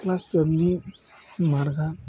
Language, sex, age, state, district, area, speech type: Bodo, male, 18-30, Assam, Udalguri, urban, spontaneous